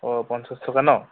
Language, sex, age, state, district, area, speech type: Assamese, male, 18-30, Assam, Tinsukia, urban, conversation